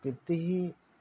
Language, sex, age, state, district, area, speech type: Marathi, male, 30-45, Maharashtra, Gadchiroli, rural, spontaneous